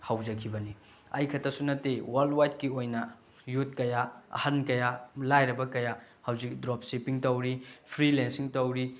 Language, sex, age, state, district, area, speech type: Manipuri, male, 30-45, Manipur, Bishnupur, rural, spontaneous